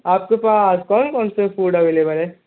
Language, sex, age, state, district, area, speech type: Urdu, male, 18-30, Maharashtra, Nashik, urban, conversation